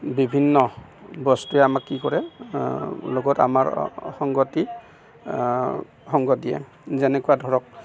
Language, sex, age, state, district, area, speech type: Assamese, male, 45-60, Assam, Barpeta, rural, spontaneous